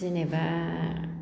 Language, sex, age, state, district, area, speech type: Bodo, female, 45-60, Assam, Baksa, rural, spontaneous